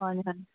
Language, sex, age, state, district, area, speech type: Manipuri, female, 45-60, Manipur, Churachandpur, urban, conversation